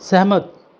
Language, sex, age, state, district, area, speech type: Hindi, male, 30-45, Rajasthan, Jodhpur, urban, read